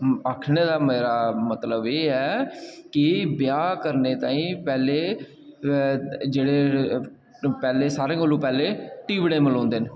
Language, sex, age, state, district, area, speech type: Dogri, male, 30-45, Jammu and Kashmir, Jammu, rural, spontaneous